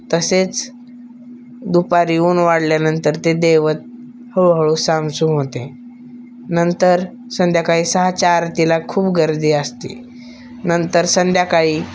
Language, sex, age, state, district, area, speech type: Marathi, male, 18-30, Maharashtra, Osmanabad, rural, spontaneous